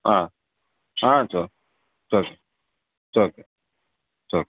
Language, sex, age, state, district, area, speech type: Tamil, male, 60+, Tamil Nadu, Sivaganga, urban, conversation